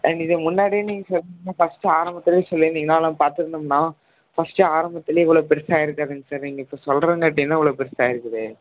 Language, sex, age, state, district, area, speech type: Tamil, male, 18-30, Tamil Nadu, Salem, rural, conversation